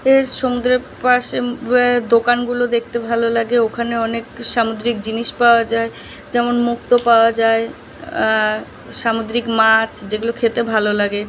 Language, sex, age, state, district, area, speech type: Bengali, female, 18-30, West Bengal, South 24 Parganas, urban, spontaneous